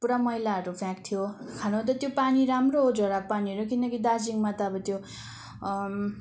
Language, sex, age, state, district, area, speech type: Nepali, female, 18-30, West Bengal, Darjeeling, rural, spontaneous